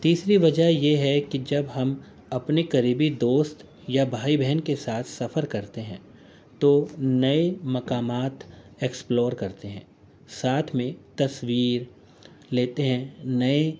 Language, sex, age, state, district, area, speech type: Urdu, male, 45-60, Uttar Pradesh, Gautam Buddha Nagar, urban, spontaneous